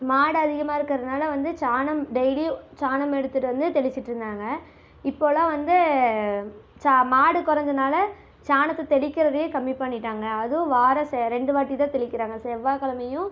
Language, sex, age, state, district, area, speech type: Tamil, female, 18-30, Tamil Nadu, Namakkal, rural, spontaneous